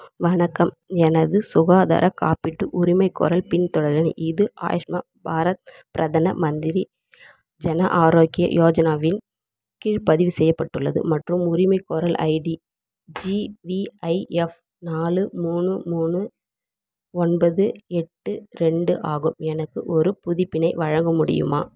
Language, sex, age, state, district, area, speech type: Tamil, female, 30-45, Tamil Nadu, Vellore, urban, read